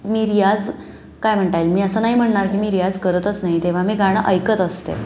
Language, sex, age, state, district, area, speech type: Marathi, female, 18-30, Maharashtra, Pune, urban, spontaneous